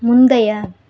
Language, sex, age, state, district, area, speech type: Tamil, female, 18-30, Tamil Nadu, Madurai, rural, read